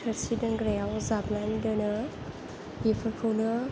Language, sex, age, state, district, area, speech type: Bodo, female, 18-30, Assam, Kokrajhar, rural, spontaneous